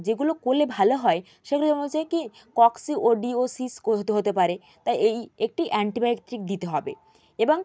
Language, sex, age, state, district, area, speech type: Bengali, female, 18-30, West Bengal, Jalpaiguri, rural, spontaneous